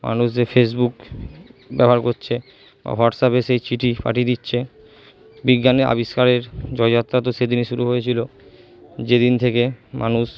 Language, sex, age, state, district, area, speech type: Bengali, male, 60+, West Bengal, Purba Bardhaman, urban, spontaneous